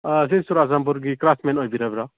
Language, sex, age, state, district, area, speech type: Manipuri, male, 45-60, Manipur, Churachandpur, rural, conversation